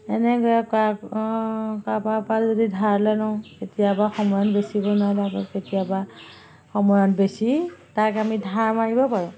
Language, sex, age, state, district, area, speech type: Assamese, female, 45-60, Assam, Majuli, urban, spontaneous